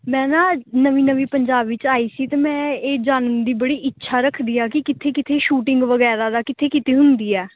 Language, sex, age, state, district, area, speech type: Punjabi, female, 18-30, Punjab, Gurdaspur, rural, conversation